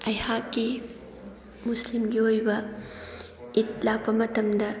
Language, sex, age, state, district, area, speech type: Manipuri, female, 30-45, Manipur, Thoubal, rural, spontaneous